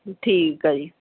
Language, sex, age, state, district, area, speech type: Punjabi, female, 45-60, Punjab, Bathinda, rural, conversation